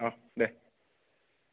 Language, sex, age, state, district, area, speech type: Assamese, male, 18-30, Assam, Barpeta, rural, conversation